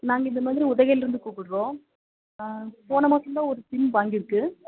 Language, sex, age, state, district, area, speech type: Tamil, female, 18-30, Tamil Nadu, Nilgiris, rural, conversation